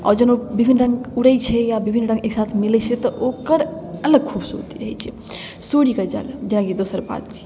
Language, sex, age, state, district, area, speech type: Maithili, female, 18-30, Bihar, Darbhanga, rural, spontaneous